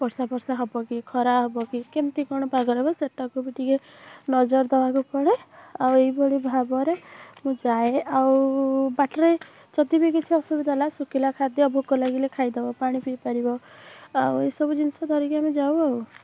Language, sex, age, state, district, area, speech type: Odia, female, 18-30, Odisha, Bhadrak, rural, spontaneous